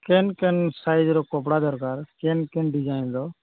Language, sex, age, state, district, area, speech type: Odia, male, 45-60, Odisha, Nuapada, urban, conversation